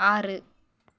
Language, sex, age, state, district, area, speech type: Tamil, female, 18-30, Tamil Nadu, Madurai, rural, read